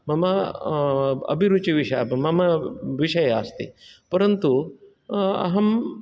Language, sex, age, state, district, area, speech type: Sanskrit, male, 60+, Karnataka, Shimoga, urban, spontaneous